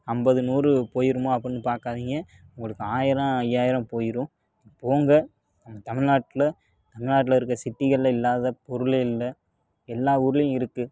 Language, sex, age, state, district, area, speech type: Tamil, male, 18-30, Tamil Nadu, Tiruppur, rural, spontaneous